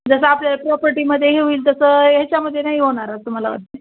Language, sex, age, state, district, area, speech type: Marathi, female, 30-45, Maharashtra, Osmanabad, rural, conversation